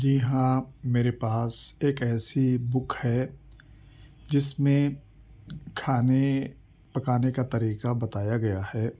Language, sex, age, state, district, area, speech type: Urdu, male, 18-30, Delhi, East Delhi, urban, spontaneous